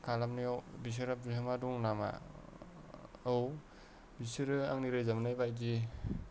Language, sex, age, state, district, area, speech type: Bodo, male, 30-45, Assam, Kokrajhar, urban, spontaneous